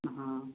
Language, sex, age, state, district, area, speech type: Hindi, male, 45-60, Rajasthan, Karauli, rural, conversation